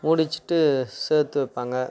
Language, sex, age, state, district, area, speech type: Tamil, male, 30-45, Tamil Nadu, Tiruvannamalai, rural, spontaneous